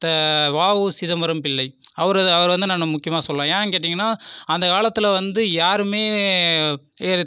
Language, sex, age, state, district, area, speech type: Tamil, male, 30-45, Tamil Nadu, Viluppuram, rural, spontaneous